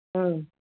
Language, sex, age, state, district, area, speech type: Manipuri, female, 45-60, Manipur, Kangpokpi, urban, conversation